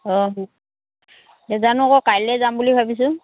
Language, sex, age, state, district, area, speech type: Assamese, female, 60+, Assam, Dhemaji, rural, conversation